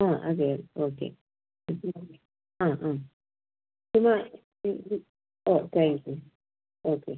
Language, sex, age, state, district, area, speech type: Malayalam, female, 45-60, Kerala, Thiruvananthapuram, rural, conversation